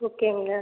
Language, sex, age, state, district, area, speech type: Tamil, female, 30-45, Tamil Nadu, Cuddalore, rural, conversation